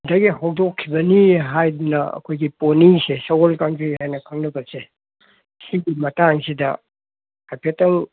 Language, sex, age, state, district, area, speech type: Manipuri, male, 60+, Manipur, Kangpokpi, urban, conversation